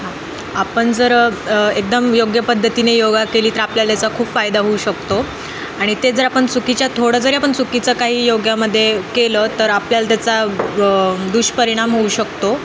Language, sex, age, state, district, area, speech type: Marathi, female, 18-30, Maharashtra, Jalna, urban, spontaneous